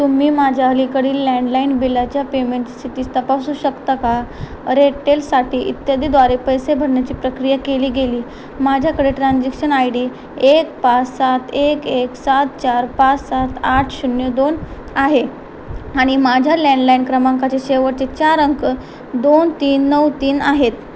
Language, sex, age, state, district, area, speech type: Marathi, female, 18-30, Maharashtra, Ratnagiri, urban, read